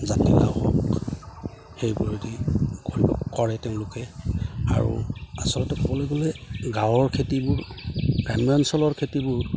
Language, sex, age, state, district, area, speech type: Assamese, male, 45-60, Assam, Udalguri, rural, spontaneous